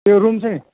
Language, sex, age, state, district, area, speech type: Nepali, male, 45-60, West Bengal, Kalimpong, rural, conversation